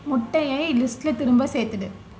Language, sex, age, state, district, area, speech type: Tamil, female, 18-30, Tamil Nadu, Tiruvarur, urban, read